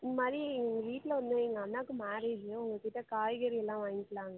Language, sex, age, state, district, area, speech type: Tamil, female, 45-60, Tamil Nadu, Perambalur, urban, conversation